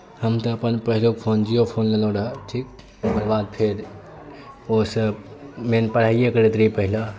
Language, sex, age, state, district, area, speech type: Maithili, male, 18-30, Bihar, Saharsa, rural, spontaneous